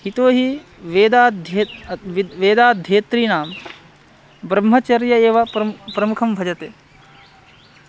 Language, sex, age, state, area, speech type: Sanskrit, male, 18-30, Bihar, rural, spontaneous